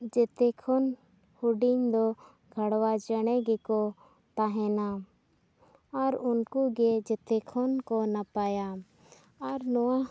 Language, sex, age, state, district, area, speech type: Santali, female, 18-30, Jharkhand, Seraikela Kharsawan, rural, spontaneous